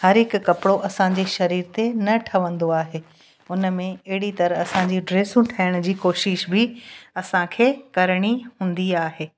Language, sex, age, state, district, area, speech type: Sindhi, female, 45-60, Gujarat, Kutch, rural, spontaneous